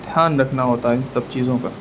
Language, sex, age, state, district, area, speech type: Urdu, male, 18-30, Bihar, Darbhanga, rural, spontaneous